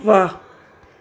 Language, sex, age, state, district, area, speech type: Sindhi, female, 18-30, Gujarat, Surat, urban, read